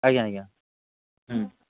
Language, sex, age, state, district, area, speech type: Odia, male, 30-45, Odisha, Balangir, urban, conversation